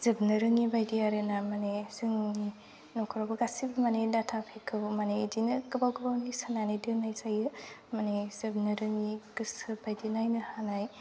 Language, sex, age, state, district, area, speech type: Bodo, female, 18-30, Assam, Udalguri, rural, spontaneous